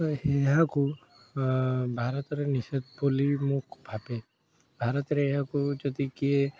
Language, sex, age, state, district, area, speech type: Odia, male, 18-30, Odisha, Puri, urban, spontaneous